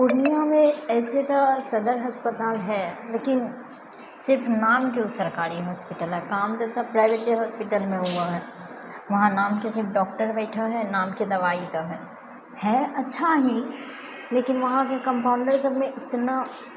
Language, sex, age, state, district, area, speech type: Maithili, female, 18-30, Bihar, Purnia, rural, spontaneous